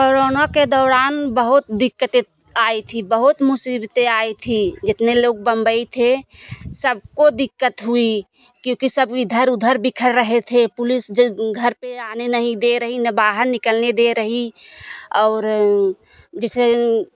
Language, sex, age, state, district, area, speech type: Hindi, female, 45-60, Uttar Pradesh, Jaunpur, rural, spontaneous